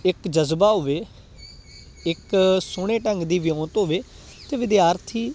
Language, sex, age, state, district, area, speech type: Punjabi, male, 18-30, Punjab, Gurdaspur, rural, spontaneous